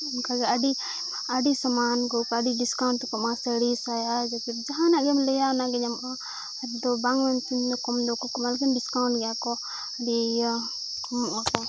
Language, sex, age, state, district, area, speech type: Santali, female, 18-30, Jharkhand, Seraikela Kharsawan, rural, spontaneous